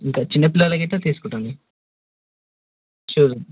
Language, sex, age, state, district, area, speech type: Telugu, male, 18-30, Telangana, Jangaon, urban, conversation